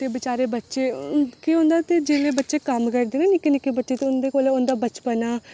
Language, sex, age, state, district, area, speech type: Dogri, female, 18-30, Jammu and Kashmir, Reasi, urban, spontaneous